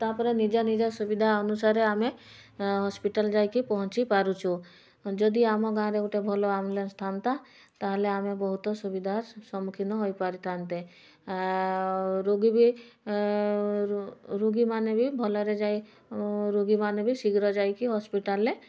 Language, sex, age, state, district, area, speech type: Odia, female, 45-60, Odisha, Mayurbhanj, rural, spontaneous